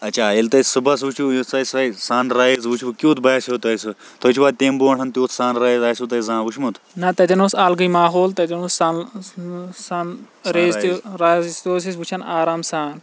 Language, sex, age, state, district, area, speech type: Kashmiri, male, 45-60, Jammu and Kashmir, Kulgam, rural, spontaneous